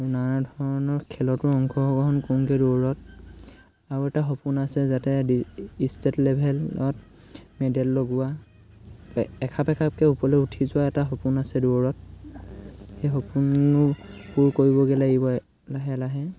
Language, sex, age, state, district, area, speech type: Assamese, male, 18-30, Assam, Sivasagar, rural, spontaneous